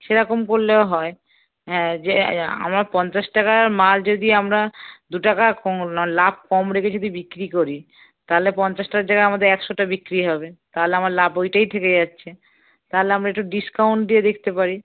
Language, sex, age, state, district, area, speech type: Bengali, female, 30-45, West Bengal, Darjeeling, rural, conversation